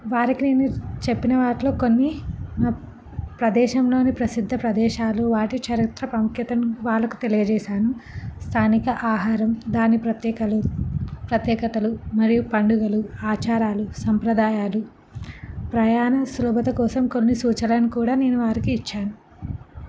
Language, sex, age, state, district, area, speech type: Telugu, female, 18-30, Telangana, Ranga Reddy, urban, spontaneous